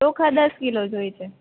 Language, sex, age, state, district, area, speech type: Gujarati, female, 18-30, Gujarat, Rajkot, urban, conversation